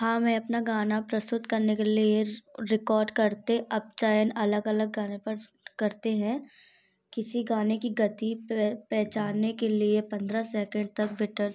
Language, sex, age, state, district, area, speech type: Hindi, female, 18-30, Madhya Pradesh, Gwalior, rural, spontaneous